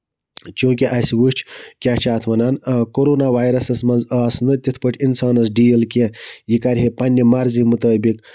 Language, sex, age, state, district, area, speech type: Kashmiri, male, 30-45, Jammu and Kashmir, Budgam, rural, spontaneous